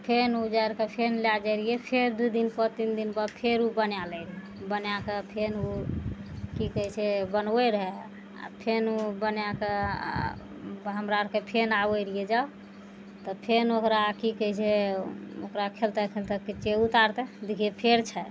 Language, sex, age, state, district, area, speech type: Maithili, female, 45-60, Bihar, Araria, urban, spontaneous